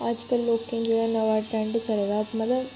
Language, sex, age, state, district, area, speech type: Dogri, female, 60+, Jammu and Kashmir, Reasi, rural, spontaneous